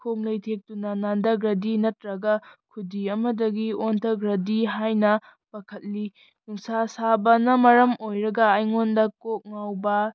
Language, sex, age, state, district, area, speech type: Manipuri, female, 18-30, Manipur, Tengnoupal, urban, spontaneous